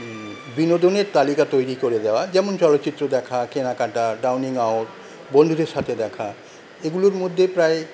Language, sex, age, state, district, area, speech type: Bengali, male, 45-60, West Bengal, Paschim Bardhaman, rural, spontaneous